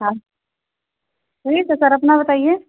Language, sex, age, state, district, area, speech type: Hindi, female, 30-45, Uttar Pradesh, Azamgarh, rural, conversation